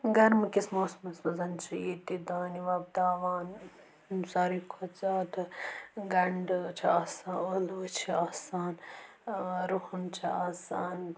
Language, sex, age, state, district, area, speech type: Kashmiri, female, 18-30, Jammu and Kashmir, Budgam, rural, spontaneous